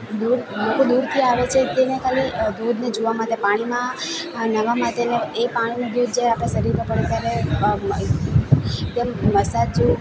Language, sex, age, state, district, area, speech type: Gujarati, female, 18-30, Gujarat, Valsad, rural, spontaneous